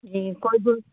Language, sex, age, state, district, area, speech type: Hindi, female, 60+, Uttar Pradesh, Sitapur, rural, conversation